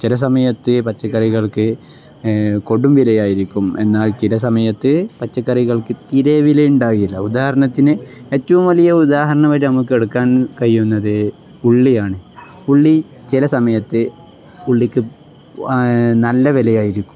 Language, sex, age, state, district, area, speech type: Malayalam, male, 18-30, Kerala, Kozhikode, rural, spontaneous